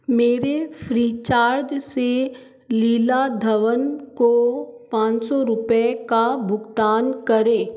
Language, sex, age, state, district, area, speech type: Hindi, female, 60+, Rajasthan, Jodhpur, urban, read